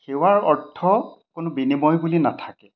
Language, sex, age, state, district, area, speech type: Assamese, male, 60+, Assam, Majuli, urban, spontaneous